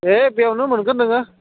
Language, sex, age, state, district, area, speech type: Bodo, male, 45-60, Assam, Udalguri, urban, conversation